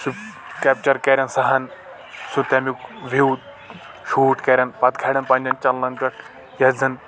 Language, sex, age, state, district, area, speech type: Kashmiri, male, 18-30, Jammu and Kashmir, Kulgam, rural, spontaneous